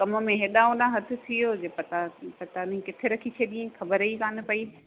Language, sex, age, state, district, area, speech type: Sindhi, female, 45-60, Rajasthan, Ajmer, rural, conversation